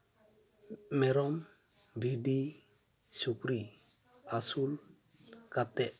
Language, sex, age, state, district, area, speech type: Santali, male, 30-45, West Bengal, Jhargram, rural, spontaneous